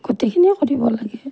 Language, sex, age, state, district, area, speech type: Assamese, female, 60+, Assam, Morigaon, rural, spontaneous